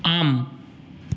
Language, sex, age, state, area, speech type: Sanskrit, male, 18-30, Uttar Pradesh, rural, read